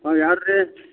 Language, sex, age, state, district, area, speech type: Kannada, male, 45-60, Karnataka, Belgaum, rural, conversation